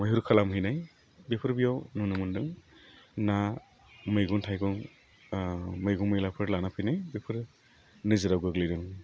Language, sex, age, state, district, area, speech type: Bodo, male, 45-60, Assam, Udalguri, urban, spontaneous